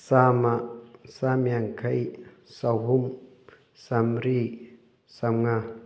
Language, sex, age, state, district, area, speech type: Manipuri, male, 18-30, Manipur, Thoubal, rural, spontaneous